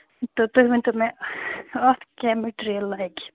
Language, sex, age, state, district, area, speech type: Kashmiri, female, 30-45, Jammu and Kashmir, Bandipora, rural, conversation